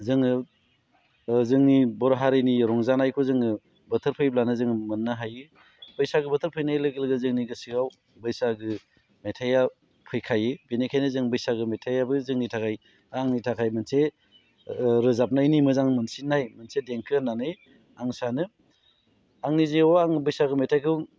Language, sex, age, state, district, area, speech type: Bodo, male, 30-45, Assam, Baksa, rural, spontaneous